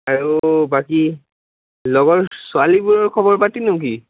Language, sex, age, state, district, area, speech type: Assamese, male, 18-30, Assam, Udalguri, rural, conversation